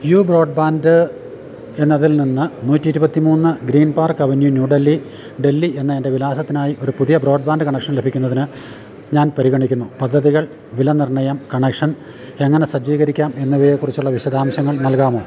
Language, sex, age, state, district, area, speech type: Malayalam, male, 60+, Kerala, Idukki, rural, read